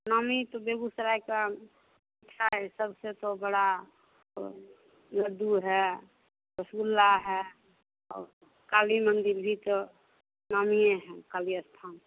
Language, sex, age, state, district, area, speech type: Hindi, female, 45-60, Bihar, Begusarai, rural, conversation